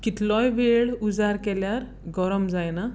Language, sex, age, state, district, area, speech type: Goan Konkani, female, 30-45, Goa, Tiswadi, rural, spontaneous